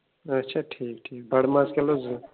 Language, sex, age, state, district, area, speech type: Kashmiri, male, 30-45, Jammu and Kashmir, Baramulla, rural, conversation